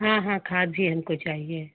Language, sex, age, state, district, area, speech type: Hindi, female, 45-60, Uttar Pradesh, Chandauli, rural, conversation